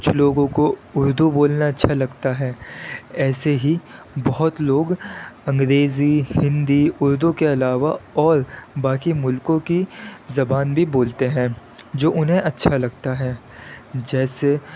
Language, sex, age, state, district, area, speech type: Urdu, male, 18-30, Delhi, Central Delhi, urban, spontaneous